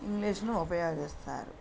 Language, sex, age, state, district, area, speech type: Telugu, female, 60+, Andhra Pradesh, Bapatla, urban, spontaneous